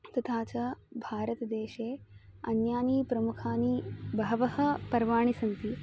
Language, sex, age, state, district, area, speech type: Sanskrit, female, 18-30, Karnataka, Dharwad, urban, spontaneous